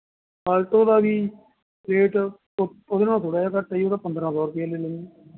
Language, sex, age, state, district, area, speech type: Punjabi, male, 18-30, Punjab, Mohali, rural, conversation